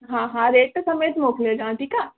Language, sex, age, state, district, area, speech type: Sindhi, female, 18-30, Rajasthan, Ajmer, rural, conversation